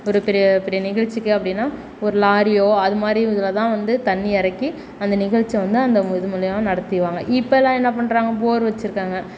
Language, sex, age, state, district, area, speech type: Tamil, female, 30-45, Tamil Nadu, Perambalur, rural, spontaneous